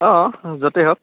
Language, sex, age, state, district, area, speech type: Assamese, male, 30-45, Assam, Goalpara, urban, conversation